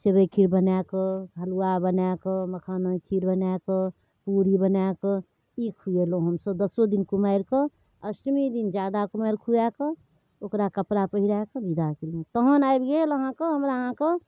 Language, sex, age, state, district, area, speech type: Maithili, female, 45-60, Bihar, Darbhanga, rural, spontaneous